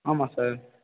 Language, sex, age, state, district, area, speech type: Tamil, male, 18-30, Tamil Nadu, Tiruvarur, rural, conversation